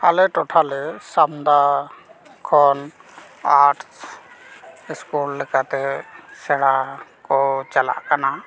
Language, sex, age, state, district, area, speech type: Santali, male, 30-45, West Bengal, Paschim Bardhaman, rural, spontaneous